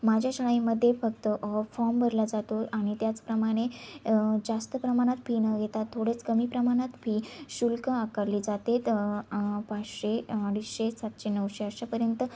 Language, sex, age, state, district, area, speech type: Marathi, female, 18-30, Maharashtra, Ahmednagar, rural, spontaneous